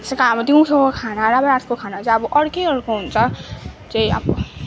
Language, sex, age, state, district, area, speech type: Nepali, female, 18-30, West Bengal, Darjeeling, rural, spontaneous